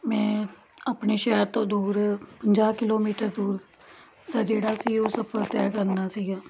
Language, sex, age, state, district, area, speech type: Punjabi, female, 30-45, Punjab, Tarn Taran, urban, spontaneous